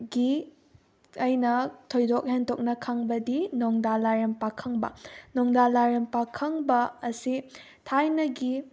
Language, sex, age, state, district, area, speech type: Manipuri, female, 18-30, Manipur, Bishnupur, rural, spontaneous